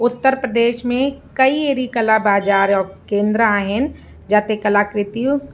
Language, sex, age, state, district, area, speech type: Sindhi, female, 45-60, Uttar Pradesh, Lucknow, urban, spontaneous